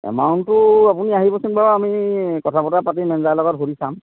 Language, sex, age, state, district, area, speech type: Assamese, male, 60+, Assam, Golaghat, urban, conversation